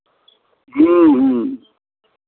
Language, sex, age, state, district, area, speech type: Maithili, male, 60+, Bihar, Madhepura, rural, conversation